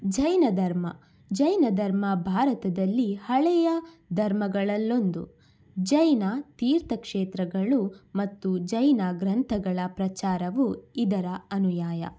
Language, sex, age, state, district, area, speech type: Kannada, female, 18-30, Karnataka, Shimoga, rural, spontaneous